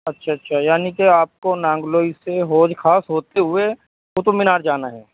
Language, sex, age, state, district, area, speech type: Urdu, male, 18-30, Delhi, North West Delhi, urban, conversation